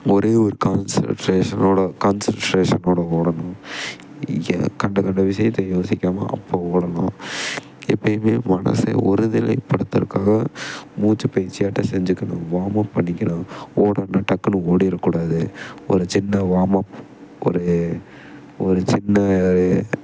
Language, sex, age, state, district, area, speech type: Tamil, male, 18-30, Tamil Nadu, Tiruppur, rural, spontaneous